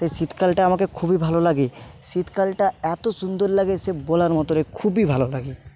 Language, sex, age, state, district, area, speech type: Bengali, male, 30-45, West Bengal, Jhargram, rural, spontaneous